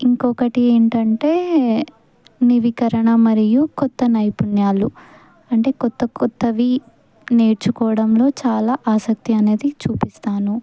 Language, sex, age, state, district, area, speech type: Telugu, female, 18-30, Telangana, Sangareddy, rural, spontaneous